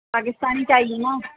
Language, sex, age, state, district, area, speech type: Urdu, female, 30-45, Uttar Pradesh, Rampur, urban, conversation